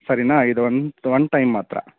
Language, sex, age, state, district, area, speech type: Kannada, male, 30-45, Karnataka, Davanagere, urban, conversation